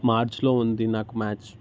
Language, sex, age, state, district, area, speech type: Telugu, male, 18-30, Telangana, Ranga Reddy, urban, spontaneous